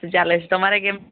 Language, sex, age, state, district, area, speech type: Gujarati, female, 30-45, Gujarat, Surat, urban, conversation